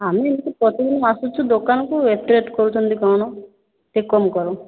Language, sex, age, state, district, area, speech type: Odia, female, 18-30, Odisha, Boudh, rural, conversation